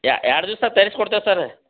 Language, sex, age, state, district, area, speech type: Kannada, male, 30-45, Karnataka, Belgaum, rural, conversation